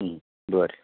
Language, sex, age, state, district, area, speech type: Goan Konkani, male, 60+, Goa, Canacona, rural, conversation